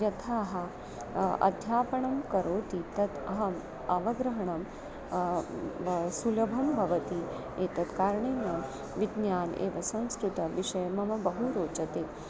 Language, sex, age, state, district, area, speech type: Sanskrit, female, 30-45, Maharashtra, Nagpur, urban, spontaneous